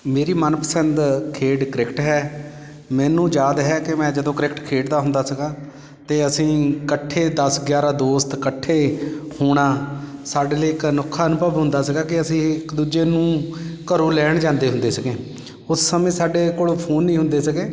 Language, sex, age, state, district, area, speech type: Punjabi, male, 45-60, Punjab, Shaheed Bhagat Singh Nagar, urban, spontaneous